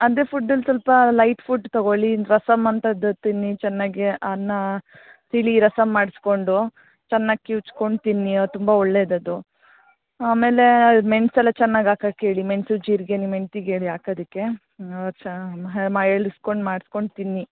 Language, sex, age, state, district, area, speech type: Kannada, female, 60+, Karnataka, Bangalore Urban, urban, conversation